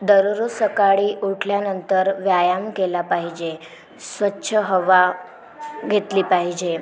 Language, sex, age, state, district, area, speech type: Marathi, female, 18-30, Maharashtra, Washim, rural, spontaneous